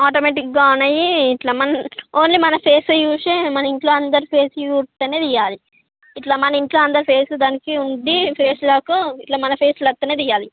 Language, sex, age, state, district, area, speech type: Telugu, female, 60+, Andhra Pradesh, Srikakulam, urban, conversation